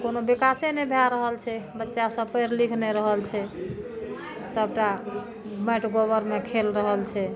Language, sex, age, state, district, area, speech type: Maithili, female, 60+, Bihar, Madhepura, rural, spontaneous